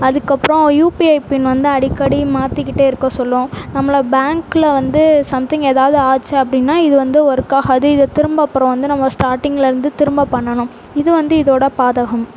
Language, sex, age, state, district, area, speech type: Tamil, female, 18-30, Tamil Nadu, Sivaganga, rural, spontaneous